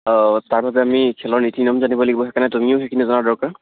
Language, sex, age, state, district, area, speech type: Assamese, male, 18-30, Assam, Dibrugarh, rural, conversation